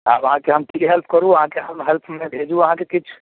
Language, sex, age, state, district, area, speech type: Maithili, male, 45-60, Bihar, Muzaffarpur, urban, conversation